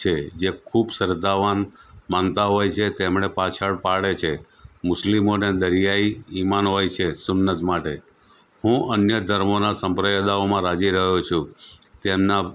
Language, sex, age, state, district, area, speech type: Gujarati, male, 45-60, Gujarat, Anand, rural, spontaneous